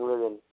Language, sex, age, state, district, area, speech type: Hindi, male, 45-60, Rajasthan, Karauli, rural, conversation